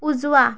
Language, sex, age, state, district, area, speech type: Marathi, female, 30-45, Maharashtra, Thane, urban, read